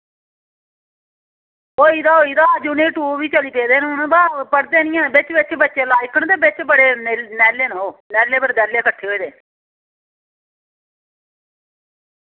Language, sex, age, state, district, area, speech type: Dogri, female, 60+, Jammu and Kashmir, Reasi, rural, conversation